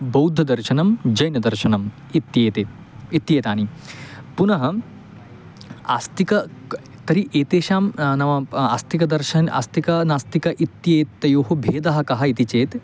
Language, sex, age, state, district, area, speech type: Sanskrit, male, 18-30, West Bengal, Paschim Medinipur, urban, spontaneous